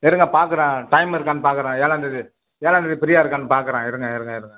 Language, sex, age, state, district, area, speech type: Tamil, male, 60+, Tamil Nadu, Perambalur, urban, conversation